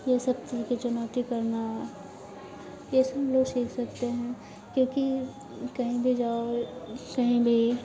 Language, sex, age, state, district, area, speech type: Hindi, female, 18-30, Bihar, Madhepura, rural, spontaneous